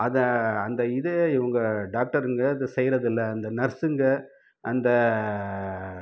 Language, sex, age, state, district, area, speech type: Tamil, male, 30-45, Tamil Nadu, Krishnagiri, urban, spontaneous